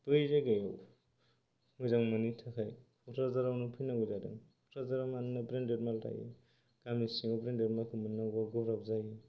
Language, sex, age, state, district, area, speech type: Bodo, male, 45-60, Assam, Kokrajhar, rural, spontaneous